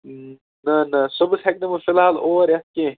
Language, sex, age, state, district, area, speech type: Kashmiri, male, 18-30, Jammu and Kashmir, Kupwara, rural, conversation